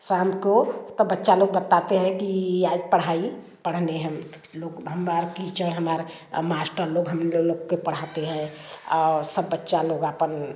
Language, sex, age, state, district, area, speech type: Hindi, female, 60+, Uttar Pradesh, Varanasi, rural, spontaneous